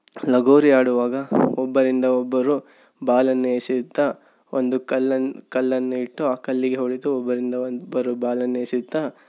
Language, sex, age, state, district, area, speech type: Kannada, male, 18-30, Karnataka, Davanagere, urban, spontaneous